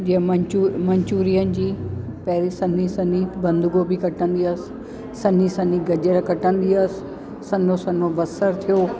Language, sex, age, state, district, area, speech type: Sindhi, female, 45-60, Delhi, South Delhi, urban, spontaneous